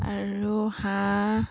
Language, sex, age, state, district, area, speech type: Assamese, female, 30-45, Assam, Sivasagar, rural, spontaneous